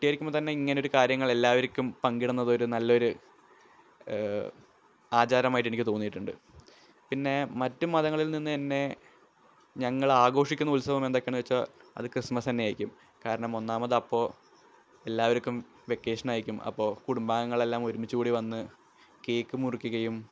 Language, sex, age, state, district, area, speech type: Malayalam, male, 18-30, Kerala, Thrissur, urban, spontaneous